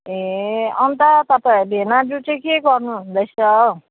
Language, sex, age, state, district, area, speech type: Nepali, female, 30-45, West Bengal, Kalimpong, rural, conversation